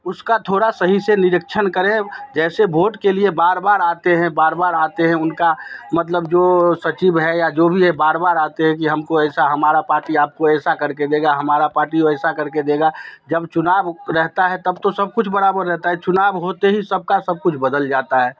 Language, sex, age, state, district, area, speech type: Hindi, male, 60+, Bihar, Darbhanga, urban, spontaneous